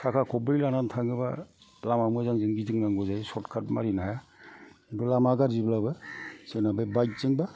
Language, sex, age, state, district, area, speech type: Bodo, male, 45-60, Assam, Kokrajhar, rural, spontaneous